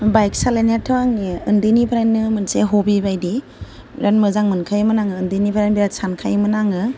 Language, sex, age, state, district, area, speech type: Bodo, female, 30-45, Assam, Goalpara, rural, spontaneous